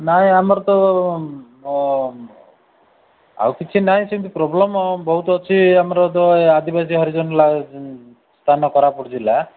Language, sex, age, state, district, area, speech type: Odia, male, 45-60, Odisha, Koraput, urban, conversation